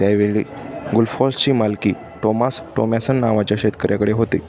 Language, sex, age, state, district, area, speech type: Marathi, male, 18-30, Maharashtra, Pune, urban, read